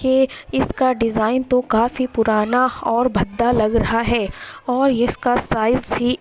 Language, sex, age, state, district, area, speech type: Urdu, female, 30-45, Uttar Pradesh, Lucknow, rural, spontaneous